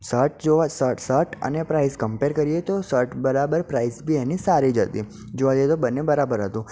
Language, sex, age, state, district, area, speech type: Gujarati, male, 18-30, Gujarat, Ahmedabad, urban, spontaneous